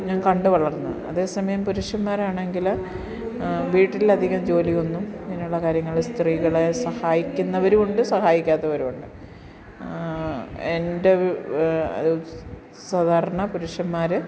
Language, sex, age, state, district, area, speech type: Malayalam, female, 60+, Kerala, Kottayam, rural, spontaneous